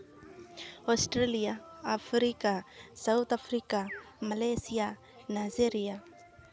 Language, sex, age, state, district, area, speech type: Santali, female, 18-30, West Bengal, Purulia, rural, spontaneous